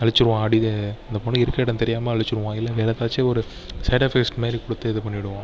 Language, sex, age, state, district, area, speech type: Tamil, male, 30-45, Tamil Nadu, Mayiladuthurai, urban, spontaneous